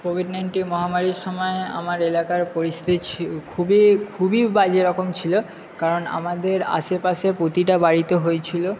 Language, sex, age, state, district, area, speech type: Bengali, male, 30-45, West Bengal, Purba Bardhaman, urban, spontaneous